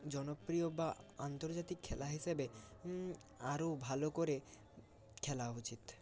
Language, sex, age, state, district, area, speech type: Bengali, male, 18-30, West Bengal, Purba Medinipur, rural, spontaneous